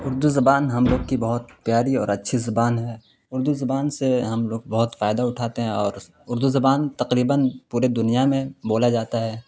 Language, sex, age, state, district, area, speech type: Urdu, male, 18-30, Bihar, Khagaria, rural, spontaneous